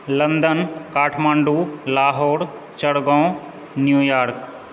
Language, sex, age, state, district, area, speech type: Maithili, male, 30-45, Bihar, Supaul, rural, spontaneous